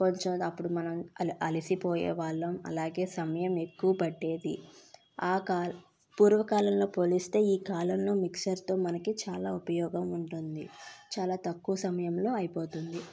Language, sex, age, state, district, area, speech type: Telugu, female, 18-30, Andhra Pradesh, N T Rama Rao, urban, spontaneous